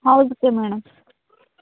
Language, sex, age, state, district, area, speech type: Telugu, female, 30-45, Telangana, Hanamkonda, rural, conversation